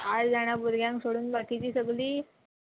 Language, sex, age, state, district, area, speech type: Goan Konkani, female, 18-30, Goa, Murmgao, urban, conversation